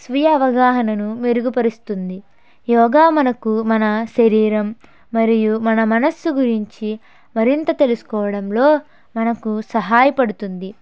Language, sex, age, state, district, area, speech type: Telugu, female, 18-30, Andhra Pradesh, Konaseema, rural, spontaneous